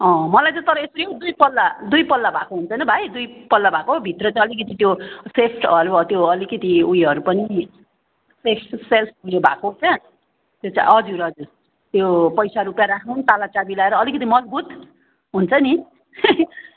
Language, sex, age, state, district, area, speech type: Nepali, female, 45-60, West Bengal, Darjeeling, rural, conversation